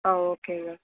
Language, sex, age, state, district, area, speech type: Tamil, female, 18-30, Tamil Nadu, Krishnagiri, rural, conversation